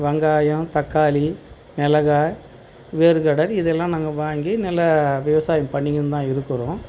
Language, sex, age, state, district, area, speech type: Tamil, male, 60+, Tamil Nadu, Tiruvarur, rural, spontaneous